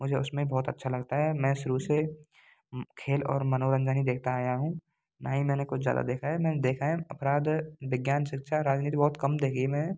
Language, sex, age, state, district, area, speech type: Hindi, male, 18-30, Rajasthan, Bharatpur, rural, spontaneous